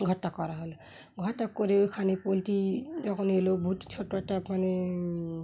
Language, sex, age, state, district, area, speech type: Bengali, female, 30-45, West Bengal, Dakshin Dinajpur, urban, spontaneous